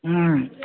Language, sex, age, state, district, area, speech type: Odia, female, 60+, Odisha, Gajapati, rural, conversation